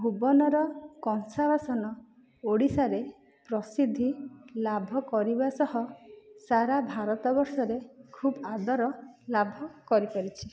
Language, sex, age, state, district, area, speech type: Odia, female, 45-60, Odisha, Dhenkanal, rural, spontaneous